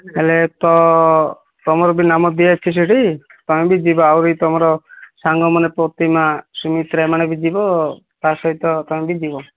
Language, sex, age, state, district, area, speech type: Odia, male, 30-45, Odisha, Malkangiri, urban, conversation